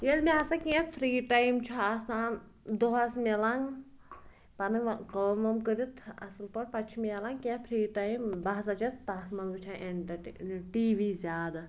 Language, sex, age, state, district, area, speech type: Kashmiri, female, 18-30, Jammu and Kashmir, Pulwama, rural, spontaneous